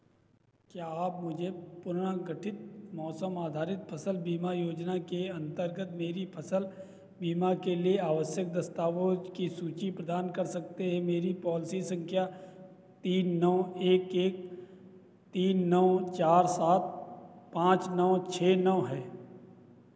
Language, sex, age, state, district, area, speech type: Hindi, male, 30-45, Uttar Pradesh, Sitapur, rural, read